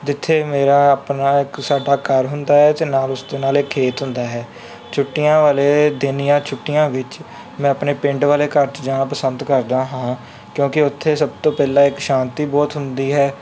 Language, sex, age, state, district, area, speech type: Punjabi, male, 18-30, Punjab, Kapurthala, urban, spontaneous